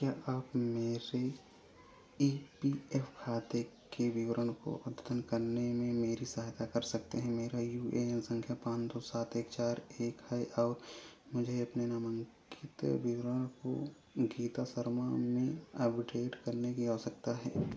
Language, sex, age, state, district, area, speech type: Hindi, male, 45-60, Uttar Pradesh, Ayodhya, rural, read